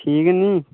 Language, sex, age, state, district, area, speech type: Dogri, male, 18-30, Jammu and Kashmir, Udhampur, rural, conversation